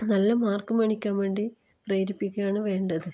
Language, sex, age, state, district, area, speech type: Malayalam, female, 30-45, Kerala, Kasaragod, rural, spontaneous